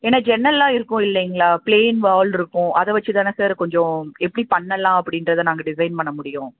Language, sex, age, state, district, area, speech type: Tamil, female, 18-30, Tamil Nadu, Madurai, urban, conversation